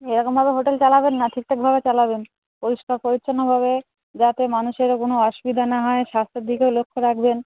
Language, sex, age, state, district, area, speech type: Bengali, female, 30-45, West Bengal, Darjeeling, urban, conversation